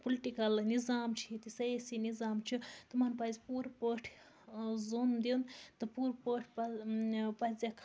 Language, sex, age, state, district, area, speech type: Kashmiri, female, 60+, Jammu and Kashmir, Baramulla, rural, spontaneous